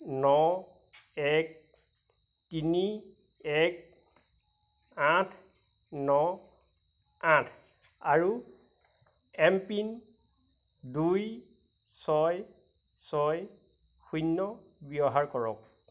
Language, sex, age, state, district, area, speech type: Assamese, male, 45-60, Assam, Majuli, rural, read